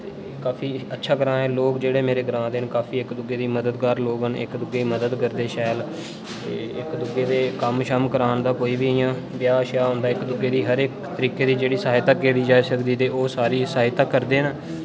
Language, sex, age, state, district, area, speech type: Dogri, male, 18-30, Jammu and Kashmir, Udhampur, rural, spontaneous